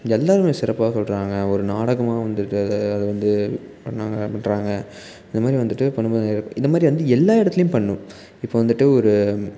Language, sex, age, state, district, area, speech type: Tamil, male, 18-30, Tamil Nadu, Salem, rural, spontaneous